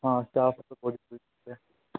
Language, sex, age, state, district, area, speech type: Punjabi, male, 18-30, Punjab, Fazilka, rural, conversation